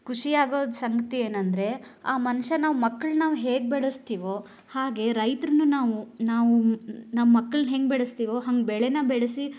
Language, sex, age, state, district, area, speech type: Kannada, female, 30-45, Karnataka, Koppal, rural, spontaneous